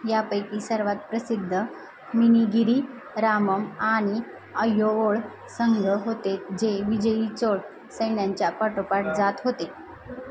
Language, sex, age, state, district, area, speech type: Marathi, female, 30-45, Maharashtra, Osmanabad, rural, read